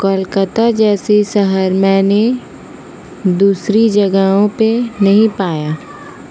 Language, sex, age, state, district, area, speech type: Urdu, female, 30-45, Bihar, Gaya, urban, spontaneous